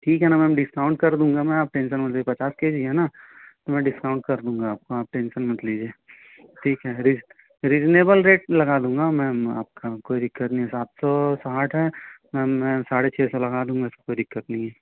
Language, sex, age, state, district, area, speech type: Hindi, male, 30-45, Madhya Pradesh, Betul, urban, conversation